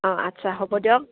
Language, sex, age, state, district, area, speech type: Assamese, female, 45-60, Assam, Udalguri, rural, conversation